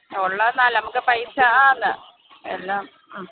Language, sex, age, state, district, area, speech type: Malayalam, female, 30-45, Kerala, Kollam, rural, conversation